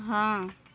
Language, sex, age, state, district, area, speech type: Hindi, female, 45-60, Uttar Pradesh, Mau, rural, read